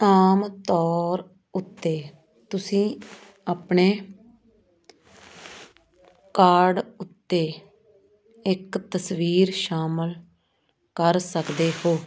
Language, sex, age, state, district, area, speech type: Punjabi, female, 30-45, Punjab, Muktsar, urban, read